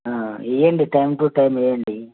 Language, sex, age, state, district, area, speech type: Telugu, male, 45-60, Telangana, Bhadradri Kothagudem, urban, conversation